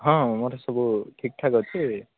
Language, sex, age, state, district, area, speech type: Odia, male, 18-30, Odisha, Koraput, urban, conversation